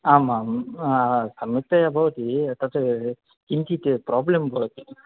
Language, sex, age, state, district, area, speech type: Sanskrit, male, 18-30, Karnataka, Dakshina Kannada, rural, conversation